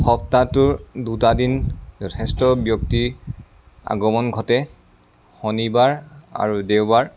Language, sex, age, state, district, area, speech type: Assamese, male, 30-45, Assam, Lakhimpur, rural, spontaneous